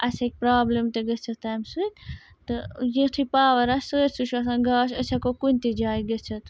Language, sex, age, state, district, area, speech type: Kashmiri, female, 30-45, Jammu and Kashmir, Srinagar, urban, spontaneous